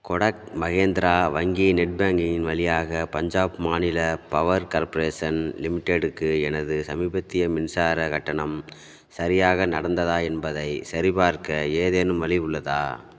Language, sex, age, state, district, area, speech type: Tamil, male, 30-45, Tamil Nadu, Thanjavur, rural, read